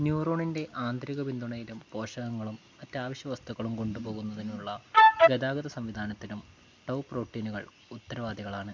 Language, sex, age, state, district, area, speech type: Malayalam, male, 18-30, Kerala, Wayanad, rural, read